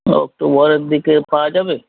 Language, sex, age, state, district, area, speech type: Bengali, male, 30-45, West Bengal, Darjeeling, rural, conversation